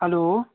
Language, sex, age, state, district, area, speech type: Dogri, male, 30-45, Jammu and Kashmir, Udhampur, rural, conversation